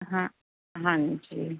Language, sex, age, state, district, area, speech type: Punjabi, female, 30-45, Punjab, Mansa, urban, conversation